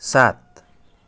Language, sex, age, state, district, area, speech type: Nepali, male, 45-60, West Bengal, Darjeeling, rural, read